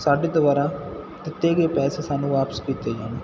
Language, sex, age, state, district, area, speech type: Punjabi, male, 18-30, Punjab, Muktsar, rural, spontaneous